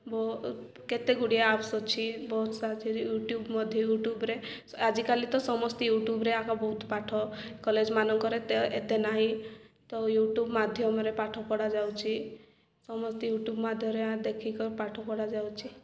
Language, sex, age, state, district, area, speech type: Odia, female, 18-30, Odisha, Koraput, urban, spontaneous